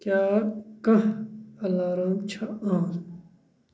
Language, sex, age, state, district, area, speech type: Kashmiri, male, 30-45, Jammu and Kashmir, Kupwara, urban, read